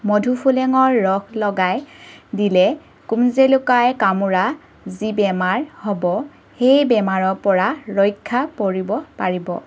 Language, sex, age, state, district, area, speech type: Assamese, female, 30-45, Assam, Lakhimpur, rural, spontaneous